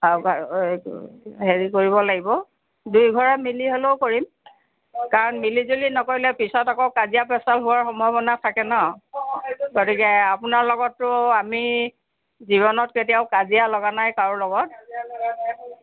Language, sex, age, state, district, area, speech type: Assamese, female, 60+, Assam, Tinsukia, rural, conversation